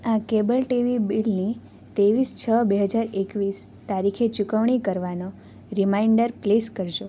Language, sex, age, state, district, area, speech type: Gujarati, female, 18-30, Gujarat, Surat, rural, read